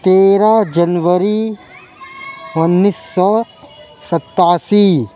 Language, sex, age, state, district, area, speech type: Urdu, male, 30-45, Uttar Pradesh, Lucknow, urban, spontaneous